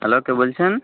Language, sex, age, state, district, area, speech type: Bengali, male, 18-30, West Bengal, Jhargram, rural, conversation